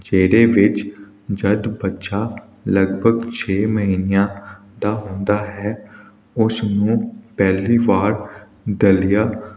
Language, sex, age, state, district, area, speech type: Punjabi, male, 18-30, Punjab, Hoshiarpur, urban, spontaneous